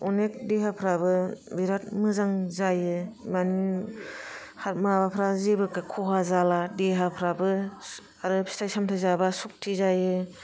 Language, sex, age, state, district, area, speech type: Bodo, female, 30-45, Assam, Kokrajhar, rural, spontaneous